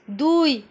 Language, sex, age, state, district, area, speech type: Bengali, female, 45-60, West Bengal, Purulia, urban, read